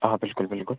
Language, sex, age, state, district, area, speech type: Kashmiri, male, 18-30, Jammu and Kashmir, Srinagar, urban, conversation